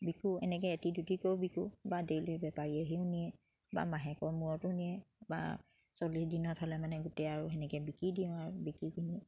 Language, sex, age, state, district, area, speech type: Assamese, female, 30-45, Assam, Charaideo, rural, spontaneous